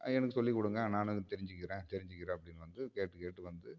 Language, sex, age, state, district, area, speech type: Tamil, male, 30-45, Tamil Nadu, Namakkal, rural, spontaneous